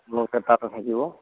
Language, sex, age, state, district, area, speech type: Assamese, male, 45-60, Assam, Sivasagar, rural, conversation